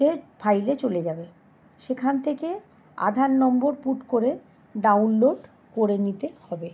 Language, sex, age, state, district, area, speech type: Bengali, female, 45-60, West Bengal, Howrah, urban, spontaneous